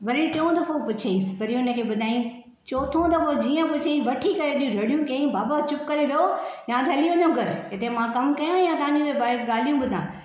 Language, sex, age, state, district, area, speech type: Sindhi, female, 60+, Maharashtra, Thane, urban, spontaneous